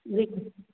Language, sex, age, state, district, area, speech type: Maithili, female, 30-45, Bihar, Madhubani, urban, conversation